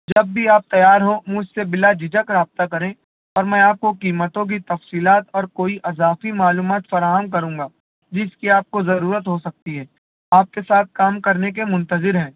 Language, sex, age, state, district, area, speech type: Urdu, male, 60+, Maharashtra, Nashik, rural, conversation